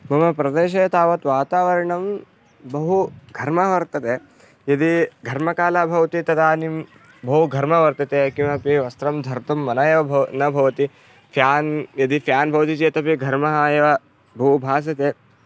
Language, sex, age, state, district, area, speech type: Sanskrit, male, 18-30, Karnataka, Vijayapura, rural, spontaneous